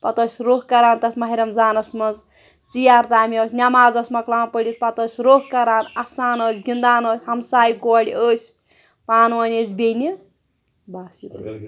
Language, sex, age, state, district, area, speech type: Kashmiri, female, 30-45, Jammu and Kashmir, Pulwama, urban, spontaneous